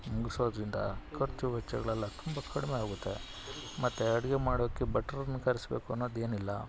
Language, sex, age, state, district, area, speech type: Kannada, male, 45-60, Karnataka, Bangalore Urban, rural, spontaneous